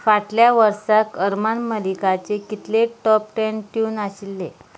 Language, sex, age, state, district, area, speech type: Goan Konkani, female, 18-30, Goa, Canacona, rural, read